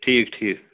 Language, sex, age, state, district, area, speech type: Kashmiri, male, 30-45, Jammu and Kashmir, Srinagar, urban, conversation